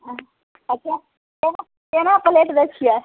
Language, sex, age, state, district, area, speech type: Maithili, female, 45-60, Bihar, Muzaffarpur, rural, conversation